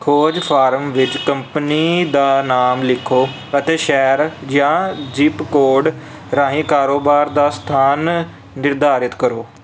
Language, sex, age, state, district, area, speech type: Punjabi, male, 18-30, Punjab, Kapurthala, urban, read